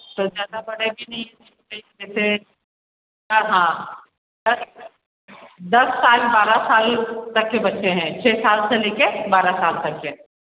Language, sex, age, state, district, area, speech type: Hindi, female, 60+, Rajasthan, Jodhpur, urban, conversation